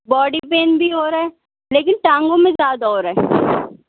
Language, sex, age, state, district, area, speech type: Urdu, male, 18-30, Delhi, Central Delhi, urban, conversation